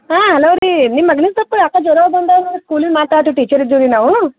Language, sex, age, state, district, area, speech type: Kannada, female, 30-45, Karnataka, Gulbarga, urban, conversation